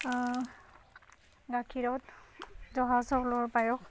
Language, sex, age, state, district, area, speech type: Assamese, female, 30-45, Assam, Sivasagar, rural, spontaneous